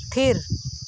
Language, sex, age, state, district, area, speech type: Santali, female, 30-45, Jharkhand, Seraikela Kharsawan, rural, read